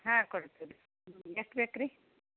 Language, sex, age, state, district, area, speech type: Kannada, female, 60+, Karnataka, Gadag, rural, conversation